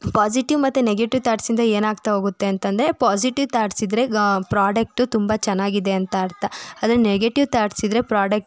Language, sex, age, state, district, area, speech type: Kannada, female, 30-45, Karnataka, Tumkur, rural, spontaneous